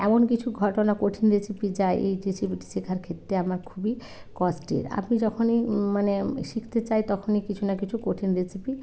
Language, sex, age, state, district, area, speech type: Bengali, female, 45-60, West Bengal, Hooghly, rural, spontaneous